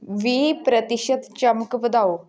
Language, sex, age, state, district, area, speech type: Punjabi, female, 18-30, Punjab, Patiala, rural, read